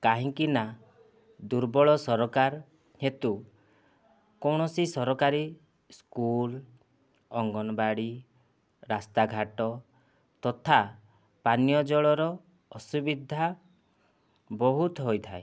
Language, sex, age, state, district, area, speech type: Odia, male, 30-45, Odisha, Kandhamal, rural, spontaneous